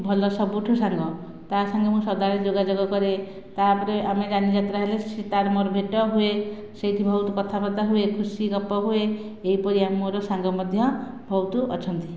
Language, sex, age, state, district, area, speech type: Odia, female, 45-60, Odisha, Khordha, rural, spontaneous